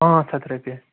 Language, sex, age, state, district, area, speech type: Kashmiri, male, 18-30, Jammu and Kashmir, Srinagar, urban, conversation